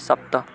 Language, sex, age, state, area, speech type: Sanskrit, male, 18-30, Madhya Pradesh, urban, read